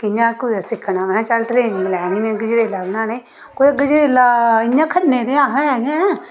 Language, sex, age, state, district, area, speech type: Dogri, female, 30-45, Jammu and Kashmir, Samba, rural, spontaneous